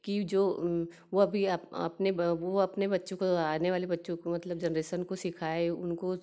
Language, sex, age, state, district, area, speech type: Hindi, female, 45-60, Madhya Pradesh, Betul, urban, spontaneous